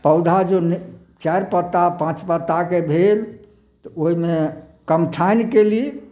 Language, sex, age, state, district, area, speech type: Maithili, male, 60+, Bihar, Samastipur, urban, spontaneous